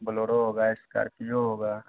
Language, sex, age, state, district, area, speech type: Hindi, male, 30-45, Bihar, Samastipur, urban, conversation